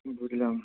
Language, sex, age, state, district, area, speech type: Bengali, male, 18-30, West Bengal, Malda, rural, conversation